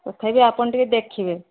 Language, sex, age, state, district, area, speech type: Odia, female, 60+, Odisha, Balasore, rural, conversation